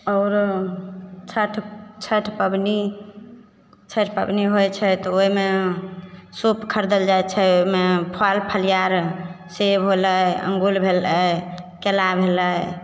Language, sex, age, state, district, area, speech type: Maithili, female, 30-45, Bihar, Begusarai, rural, spontaneous